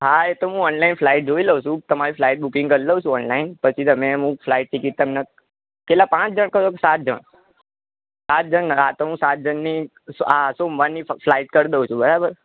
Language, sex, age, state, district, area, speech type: Gujarati, male, 18-30, Gujarat, Ahmedabad, urban, conversation